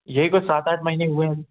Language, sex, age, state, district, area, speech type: Hindi, male, 18-30, Madhya Pradesh, Indore, urban, conversation